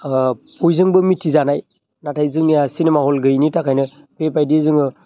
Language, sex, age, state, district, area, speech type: Bodo, male, 30-45, Assam, Baksa, urban, spontaneous